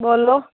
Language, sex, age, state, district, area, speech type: Hindi, female, 18-30, Rajasthan, Nagaur, rural, conversation